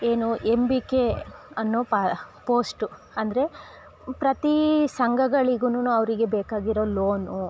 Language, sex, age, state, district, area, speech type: Kannada, female, 30-45, Karnataka, Chikkamagaluru, rural, spontaneous